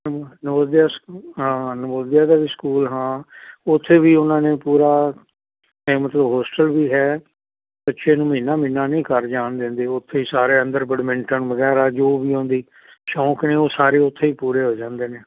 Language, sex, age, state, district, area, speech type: Punjabi, male, 60+, Punjab, Fazilka, rural, conversation